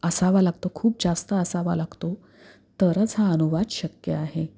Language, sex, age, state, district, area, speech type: Marathi, female, 30-45, Maharashtra, Pune, urban, spontaneous